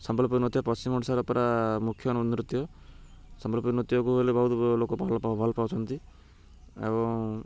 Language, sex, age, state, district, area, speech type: Odia, male, 30-45, Odisha, Ganjam, urban, spontaneous